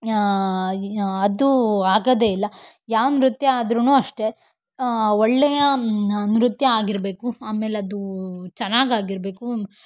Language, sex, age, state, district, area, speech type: Kannada, female, 18-30, Karnataka, Shimoga, rural, spontaneous